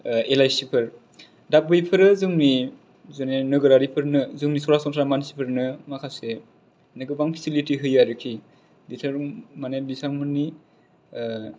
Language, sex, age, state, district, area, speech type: Bodo, male, 18-30, Assam, Chirang, urban, spontaneous